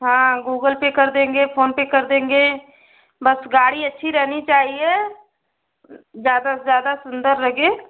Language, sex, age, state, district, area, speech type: Hindi, female, 30-45, Uttar Pradesh, Azamgarh, rural, conversation